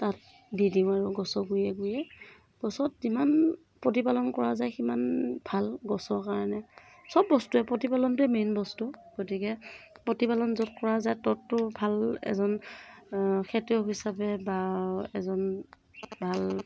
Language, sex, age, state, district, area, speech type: Assamese, female, 30-45, Assam, Morigaon, rural, spontaneous